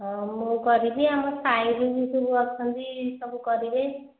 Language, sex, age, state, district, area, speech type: Odia, female, 45-60, Odisha, Khordha, rural, conversation